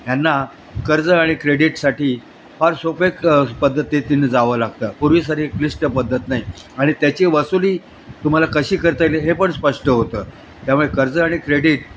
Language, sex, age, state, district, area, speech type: Marathi, male, 60+, Maharashtra, Thane, urban, spontaneous